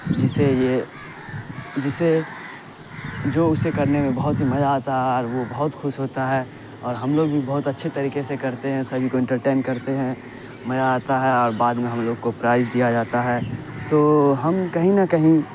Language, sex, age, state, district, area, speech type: Urdu, male, 18-30, Bihar, Saharsa, urban, spontaneous